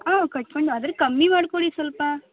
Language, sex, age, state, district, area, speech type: Kannada, female, 18-30, Karnataka, Mysore, urban, conversation